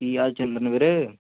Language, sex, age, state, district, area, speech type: Punjabi, male, 30-45, Punjab, Amritsar, urban, conversation